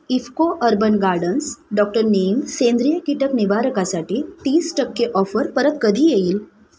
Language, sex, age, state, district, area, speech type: Marathi, female, 30-45, Maharashtra, Mumbai Suburban, urban, read